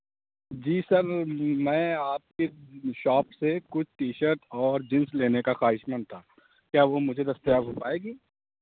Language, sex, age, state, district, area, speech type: Urdu, male, 18-30, Uttar Pradesh, Azamgarh, urban, conversation